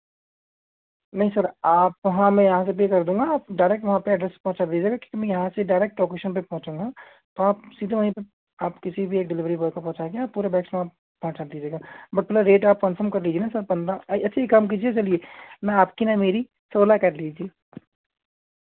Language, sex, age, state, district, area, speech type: Hindi, male, 18-30, Madhya Pradesh, Seoni, urban, conversation